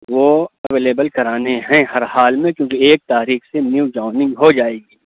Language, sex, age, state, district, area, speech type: Urdu, male, 45-60, Uttar Pradesh, Lucknow, urban, conversation